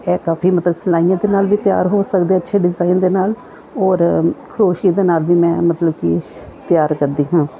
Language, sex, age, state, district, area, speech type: Punjabi, female, 45-60, Punjab, Gurdaspur, urban, spontaneous